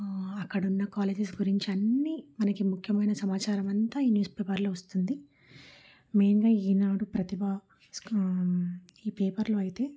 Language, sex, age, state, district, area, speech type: Telugu, female, 30-45, Telangana, Warangal, urban, spontaneous